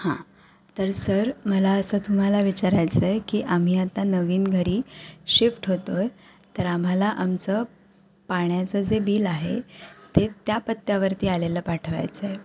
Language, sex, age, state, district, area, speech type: Marathi, female, 18-30, Maharashtra, Ratnagiri, urban, spontaneous